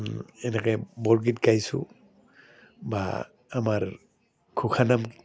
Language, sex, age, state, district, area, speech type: Assamese, male, 60+, Assam, Udalguri, urban, spontaneous